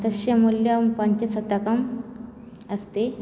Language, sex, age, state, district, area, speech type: Sanskrit, female, 18-30, Odisha, Cuttack, rural, spontaneous